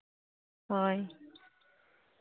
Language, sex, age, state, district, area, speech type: Santali, female, 18-30, Jharkhand, Seraikela Kharsawan, rural, conversation